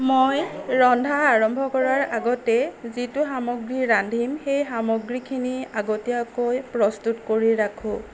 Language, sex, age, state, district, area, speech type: Assamese, female, 60+, Assam, Nagaon, rural, spontaneous